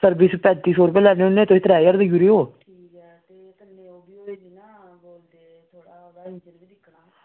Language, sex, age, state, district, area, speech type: Dogri, male, 18-30, Jammu and Kashmir, Samba, rural, conversation